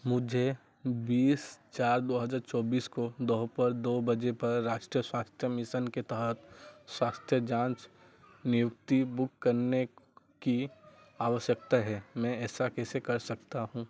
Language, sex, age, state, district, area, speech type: Hindi, male, 45-60, Madhya Pradesh, Chhindwara, rural, read